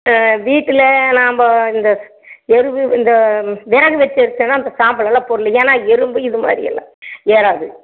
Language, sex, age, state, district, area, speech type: Tamil, female, 60+, Tamil Nadu, Erode, rural, conversation